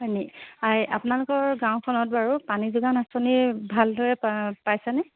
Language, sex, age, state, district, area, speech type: Assamese, female, 45-60, Assam, Dibrugarh, urban, conversation